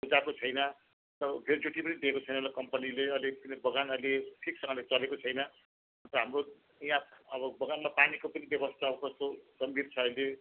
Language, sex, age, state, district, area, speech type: Nepali, female, 60+, West Bengal, Jalpaiguri, rural, conversation